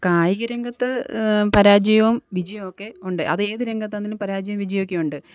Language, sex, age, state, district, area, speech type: Malayalam, female, 45-60, Kerala, Pathanamthitta, rural, spontaneous